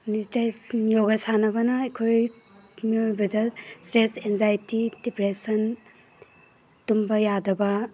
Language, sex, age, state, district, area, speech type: Manipuri, female, 30-45, Manipur, Imphal East, rural, spontaneous